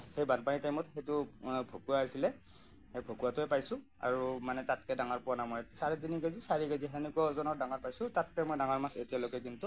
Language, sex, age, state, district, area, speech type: Assamese, male, 30-45, Assam, Nagaon, rural, spontaneous